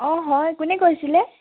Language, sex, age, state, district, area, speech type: Assamese, female, 18-30, Assam, Sivasagar, rural, conversation